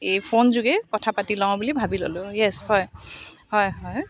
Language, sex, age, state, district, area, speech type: Assamese, female, 30-45, Assam, Dibrugarh, urban, spontaneous